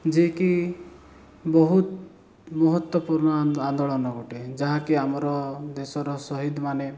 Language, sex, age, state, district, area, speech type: Odia, male, 30-45, Odisha, Kalahandi, rural, spontaneous